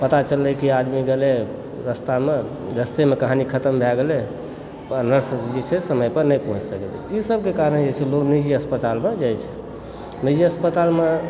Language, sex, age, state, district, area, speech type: Maithili, male, 30-45, Bihar, Supaul, urban, spontaneous